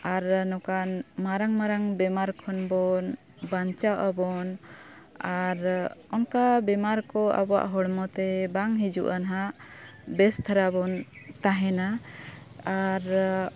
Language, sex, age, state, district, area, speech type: Santali, female, 30-45, Jharkhand, Bokaro, rural, spontaneous